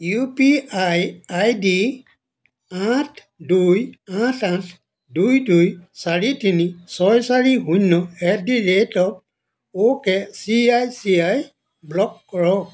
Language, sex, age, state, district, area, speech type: Assamese, male, 60+, Assam, Dibrugarh, rural, read